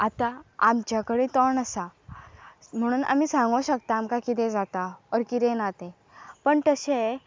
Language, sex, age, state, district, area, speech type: Goan Konkani, female, 18-30, Goa, Pernem, rural, spontaneous